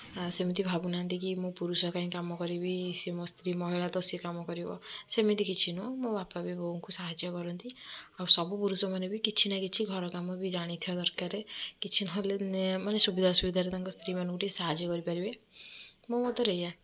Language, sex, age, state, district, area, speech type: Odia, female, 18-30, Odisha, Kendujhar, urban, spontaneous